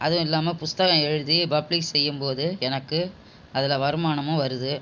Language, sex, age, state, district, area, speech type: Tamil, female, 60+, Tamil Nadu, Cuddalore, urban, spontaneous